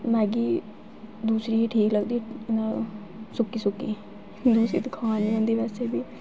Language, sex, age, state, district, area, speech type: Dogri, female, 18-30, Jammu and Kashmir, Jammu, urban, spontaneous